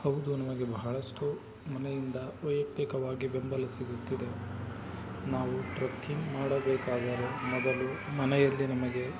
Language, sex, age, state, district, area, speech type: Kannada, male, 18-30, Karnataka, Davanagere, urban, spontaneous